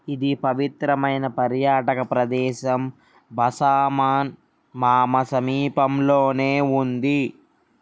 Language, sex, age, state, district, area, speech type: Telugu, male, 18-30, Andhra Pradesh, Srikakulam, urban, read